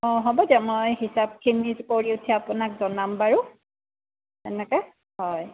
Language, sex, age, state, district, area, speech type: Assamese, female, 45-60, Assam, Darrang, rural, conversation